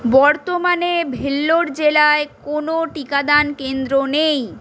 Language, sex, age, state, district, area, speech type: Bengali, female, 45-60, West Bengal, Purulia, urban, read